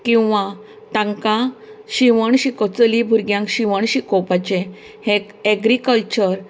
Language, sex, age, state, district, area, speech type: Goan Konkani, female, 45-60, Goa, Canacona, rural, spontaneous